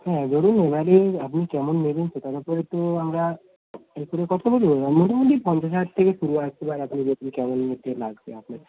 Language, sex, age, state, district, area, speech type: Bengali, male, 18-30, West Bengal, Darjeeling, rural, conversation